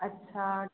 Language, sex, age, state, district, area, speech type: Hindi, female, 18-30, Madhya Pradesh, Narsinghpur, rural, conversation